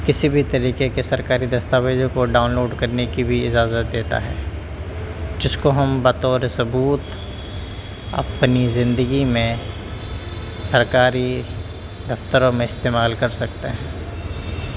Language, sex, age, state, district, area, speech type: Urdu, male, 18-30, Delhi, Central Delhi, urban, spontaneous